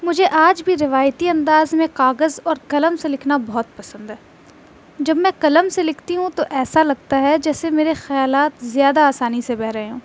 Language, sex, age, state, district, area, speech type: Urdu, female, 18-30, Delhi, North East Delhi, urban, spontaneous